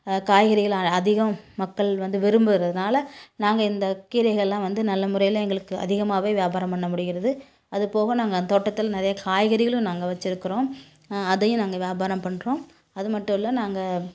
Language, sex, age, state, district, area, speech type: Tamil, female, 30-45, Tamil Nadu, Tiruppur, rural, spontaneous